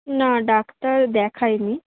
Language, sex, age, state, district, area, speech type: Bengali, female, 18-30, West Bengal, Kolkata, urban, conversation